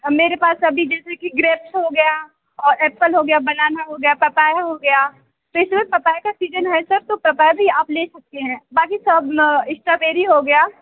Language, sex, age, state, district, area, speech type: Hindi, female, 18-30, Uttar Pradesh, Mirzapur, urban, conversation